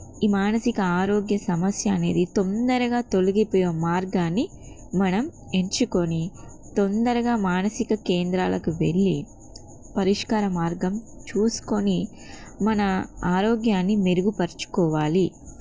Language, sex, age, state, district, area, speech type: Telugu, female, 30-45, Telangana, Jagtial, urban, spontaneous